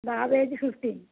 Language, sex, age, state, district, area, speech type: Telugu, female, 30-45, Telangana, Mancherial, rural, conversation